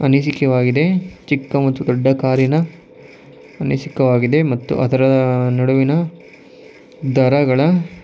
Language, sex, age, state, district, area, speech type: Kannada, male, 45-60, Karnataka, Tumkur, urban, spontaneous